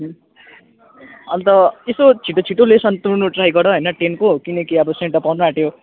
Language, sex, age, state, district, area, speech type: Nepali, male, 18-30, West Bengal, Kalimpong, rural, conversation